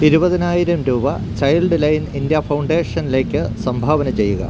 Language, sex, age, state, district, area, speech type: Malayalam, male, 45-60, Kerala, Alappuzha, urban, read